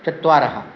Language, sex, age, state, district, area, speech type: Sanskrit, male, 60+, Karnataka, Udupi, rural, read